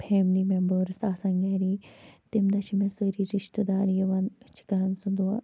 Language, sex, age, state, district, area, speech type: Kashmiri, female, 18-30, Jammu and Kashmir, Kulgam, rural, spontaneous